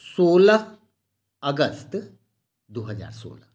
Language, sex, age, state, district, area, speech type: Maithili, male, 60+, Bihar, Madhubani, rural, spontaneous